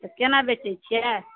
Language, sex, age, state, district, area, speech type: Maithili, female, 60+, Bihar, Muzaffarpur, urban, conversation